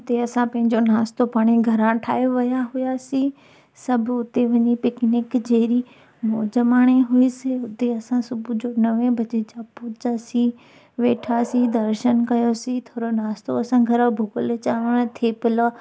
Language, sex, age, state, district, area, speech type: Sindhi, female, 18-30, Gujarat, Junagadh, rural, spontaneous